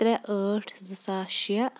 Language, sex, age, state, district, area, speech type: Kashmiri, female, 18-30, Jammu and Kashmir, Shopian, urban, spontaneous